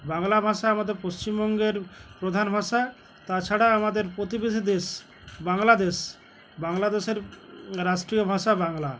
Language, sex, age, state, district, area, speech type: Bengali, male, 45-60, West Bengal, Uttar Dinajpur, urban, spontaneous